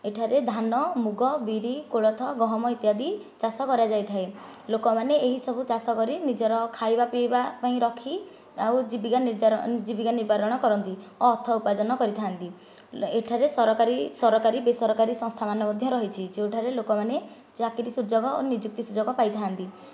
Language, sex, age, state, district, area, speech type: Odia, female, 30-45, Odisha, Nayagarh, rural, spontaneous